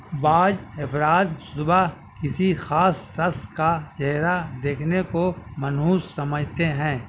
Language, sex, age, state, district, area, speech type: Urdu, male, 60+, Bihar, Gaya, urban, spontaneous